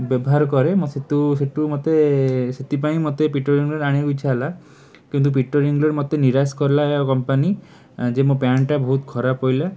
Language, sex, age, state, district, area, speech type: Odia, male, 18-30, Odisha, Cuttack, urban, spontaneous